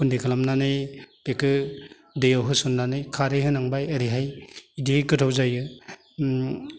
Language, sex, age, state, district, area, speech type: Bodo, male, 45-60, Assam, Baksa, urban, spontaneous